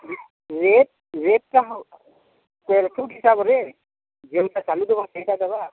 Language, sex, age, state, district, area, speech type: Odia, male, 45-60, Odisha, Nuapada, urban, conversation